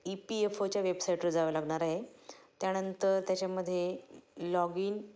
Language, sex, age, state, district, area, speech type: Marathi, female, 30-45, Maharashtra, Ahmednagar, rural, spontaneous